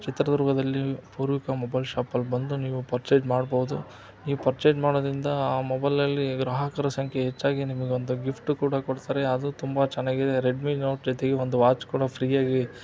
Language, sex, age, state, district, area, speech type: Kannada, male, 45-60, Karnataka, Chitradurga, rural, spontaneous